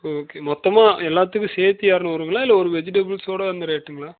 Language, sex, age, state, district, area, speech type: Tamil, male, 18-30, Tamil Nadu, Erode, rural, conversation